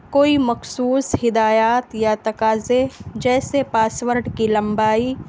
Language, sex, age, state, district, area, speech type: Urdu, female, 18-30, Uttar Pradesh, Balrampur, rural, spontaneous